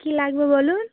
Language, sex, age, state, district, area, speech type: Bengali, female, 45-60, West Bengal, South 24 Parganas, rural, conversation